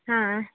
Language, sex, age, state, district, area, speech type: Kannada, female, 30-45, Karnataka, Udupi, rural, conversation